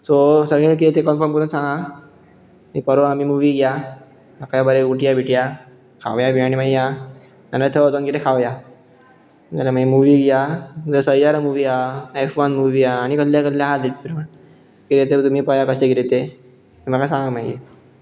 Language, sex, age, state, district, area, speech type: Goan Konkani, male, 18-30, Goa, Pernem, rural, spontaneous